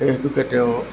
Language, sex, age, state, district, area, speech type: Assamese, male, 60+, Assam, Dibrugarh, urban, spontaneous